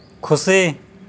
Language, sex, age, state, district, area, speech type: Santali, male, 30-45, Jharkhand, East Singhbhum, rural, read